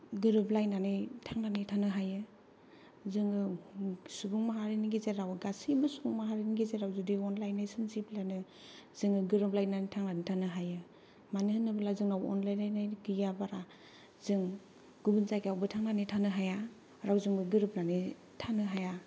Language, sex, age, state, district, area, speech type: Bodo, female, 30-45, Assam, Kokrajhar, rural, spontaneous